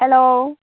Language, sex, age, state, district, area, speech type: Assamese, female, 60+, Assam, Lakhimpur, urban, conversation